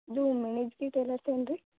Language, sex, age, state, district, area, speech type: Kannada, female, 18-30, Karnataka, Gulbarga, urban, conversation